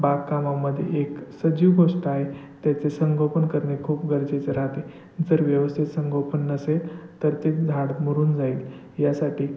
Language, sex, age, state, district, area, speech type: Marathi, male, 30-45, Maharashtra, Satara, urban, spontaneous